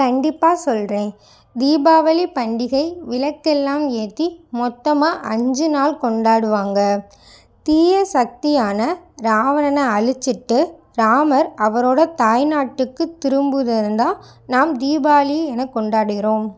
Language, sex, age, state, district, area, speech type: Tamil, female, 18-30, Tamil Nadu, Madurai, urban, read